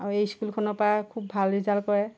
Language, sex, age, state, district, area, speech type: Assamese, female, 45-60, Assam, Lakhimpur, rural, spontaneous